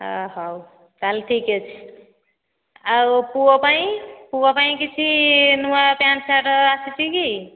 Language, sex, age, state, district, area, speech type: Odia, female, 30-45, Odisha, Nayagarh, rural, conversation